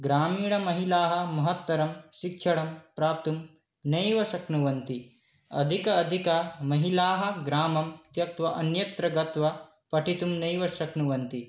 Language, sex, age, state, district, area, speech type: Sanskrit, male, 18-30, Manipur, Kangpokpi, rural, spontaneous